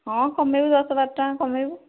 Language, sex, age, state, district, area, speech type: Odia, female, 45-60, Odisha, Bhadrak, rural, conversation